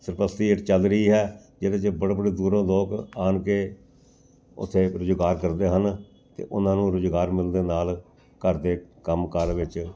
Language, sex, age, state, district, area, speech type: Punjabi, male, 60+, Punjab, Amritsar, urban, spontaneous